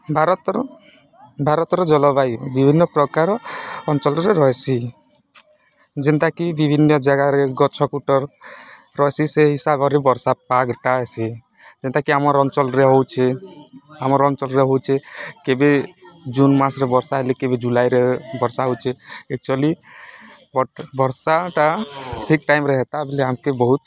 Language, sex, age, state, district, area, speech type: Odia, male, 18-30, Odisha, Nuapada, rural, spontaneous